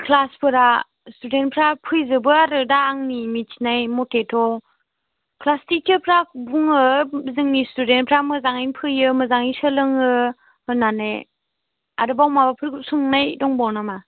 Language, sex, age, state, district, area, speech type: Bodo, female, 18-30, Assam, Chirang, urban, conversation